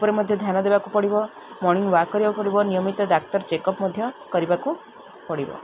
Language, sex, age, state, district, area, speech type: Odia, female, 30-45, Odisha, Koraput, urban, spontaneous